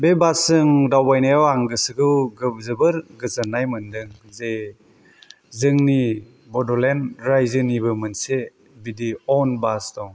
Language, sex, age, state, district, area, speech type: Bodo, male, 30-45, Assam, Kokrajhar, rural, spontaneous